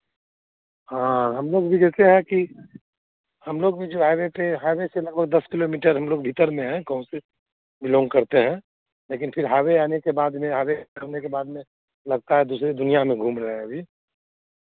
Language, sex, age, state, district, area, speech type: Hindi, male, 45-60, Bihar, Madhepura, rural, conversation